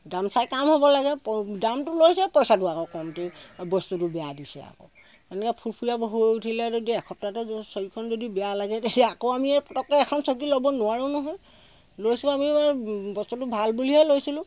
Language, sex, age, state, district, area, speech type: Assamese, female, 60+, Assam, Sivasagar, rural, spontaneous